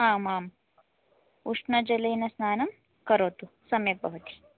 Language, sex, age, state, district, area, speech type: Sanskrit, female, 18-30, Karnataka, Shimoga, urban, conversation